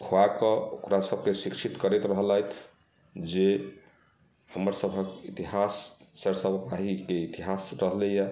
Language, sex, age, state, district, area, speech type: Maithili, male, 45-60, Bihar, Madhubani, rural, spontaneous